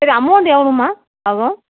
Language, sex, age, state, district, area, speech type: Tamil, female, 60+, Tamil Nadu, Krishnagiri, rural, conversation